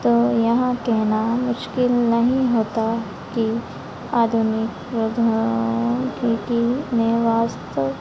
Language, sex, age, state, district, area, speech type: Hindi, female, 18-30, Madhya Pradesh, Harda, urban, spontaneous